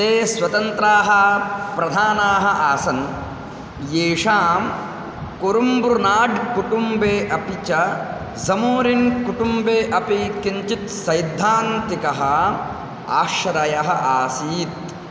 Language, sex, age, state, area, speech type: Sanskrit, male, 18-30, Madhya Pradesh, rural, read